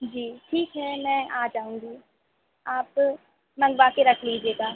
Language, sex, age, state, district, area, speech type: Hindi, female, 18-30, Madhya Pradesh, Hoshangabad, urban, conversation